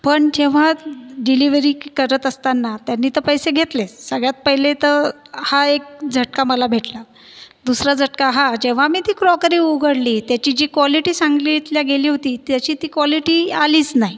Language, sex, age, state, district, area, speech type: Marathi, female, 30-45, Maharashtra, Buldhana, urban, spontaneous